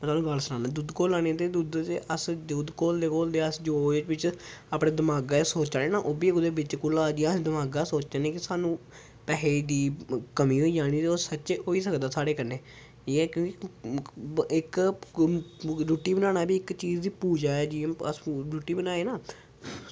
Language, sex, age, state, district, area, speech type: Dogri, male, 18-30, Jammu and Kashmir, Samba, rural, spontaneous